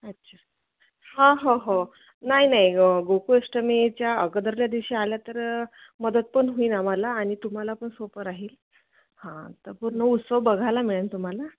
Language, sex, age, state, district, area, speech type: Marathi, female, 30-45, Maharashtra, Thane, urban, conversation